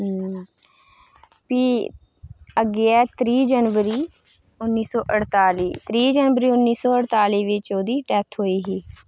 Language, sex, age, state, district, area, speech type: Dogri, female, 18-30, Jammu and Kashmir, Reasi, rural, spontaneous